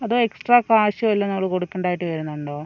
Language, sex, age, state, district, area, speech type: Malayalam, female, 18-30, Kerala, Kozhikode, rural, spontaneous